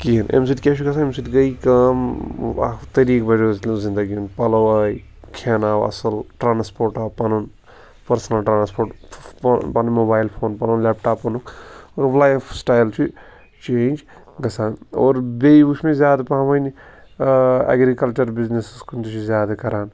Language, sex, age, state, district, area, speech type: Kashmiri, male, 18-30, Jammu and Kashmir, Pulwama, rural, spontaneous